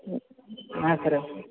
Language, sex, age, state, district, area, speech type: Kannada, male, 18-30, Karnataka, Gadag, urban, conversation